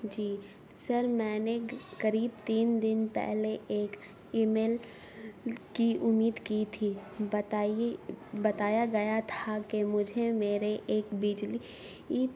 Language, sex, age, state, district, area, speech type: Urdu, female, 18-30, Bihar, Gaya, urban, spontaneous